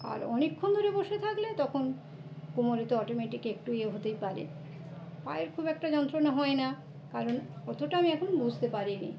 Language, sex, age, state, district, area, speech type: Bengali, female, 45-60, West Bengal, North 24 Parganas, urban, spontaneous